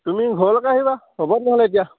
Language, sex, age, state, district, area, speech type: Assamese, male, 18-30, Assam, Sivasagar, rural, conversation